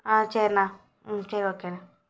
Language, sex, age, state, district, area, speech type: Tamil, female, 18-30, Tamil Nadu, Madurai, urban, spontaneous